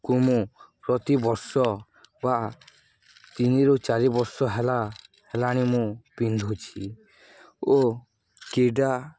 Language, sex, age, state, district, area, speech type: Odia, male, 18-30, Odisha, Balangir, urban, spontaneous